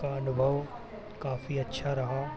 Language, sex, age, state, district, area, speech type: Hindi, male, 18-30, Madhya Pradesh, Jabalpur, urban, spontaneous